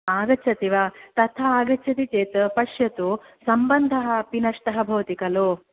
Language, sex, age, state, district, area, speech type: Sanskrit, female, 30-45, Kerala, Kasaragod, rural, conversation